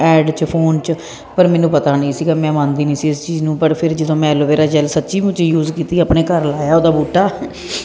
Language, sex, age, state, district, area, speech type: Punjabi, female, 30-45, Punjab, Jalandhar, urban, spontaneous